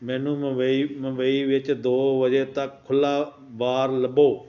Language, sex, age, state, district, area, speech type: Punjabi, male, 60+, Punjab, Ludhiana, rural, read